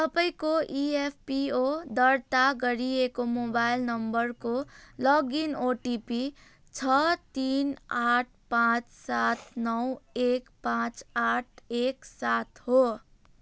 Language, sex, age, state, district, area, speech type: Nepali, female, 18-30, West Bengal, Jalpaiguri, rural, read